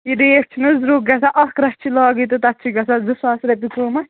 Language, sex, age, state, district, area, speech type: Kashmiri, female, 30-45, Jammu and Kashmir, Bandipora, rural, conversation